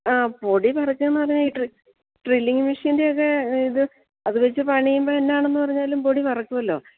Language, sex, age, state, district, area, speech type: Malayalam, female, 60+, Kerala, Idukki, rural, conversation